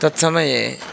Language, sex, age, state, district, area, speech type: Sanskrit, male, 18-30, Karnataka, Uttara Kannada, rural, spontaneous